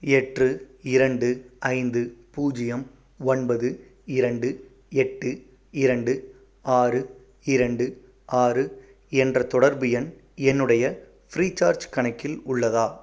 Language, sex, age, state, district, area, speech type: Tamil, male, 30-45, Tamil Nadu, Pudukkottai, rural, read